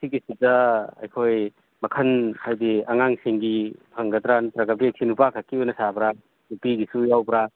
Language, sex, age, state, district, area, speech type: Manipuri, male, 45-60, Manipur, Churachandpur, rural, conversation